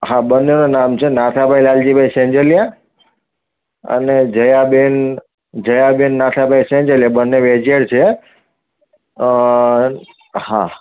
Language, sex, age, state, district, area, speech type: Gujarati, male, 30-45, Gujarat, Surat, urban, conversation